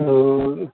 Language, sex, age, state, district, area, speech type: Maithili, male, 45-60, Bihar, Darbhanga, rural, conversation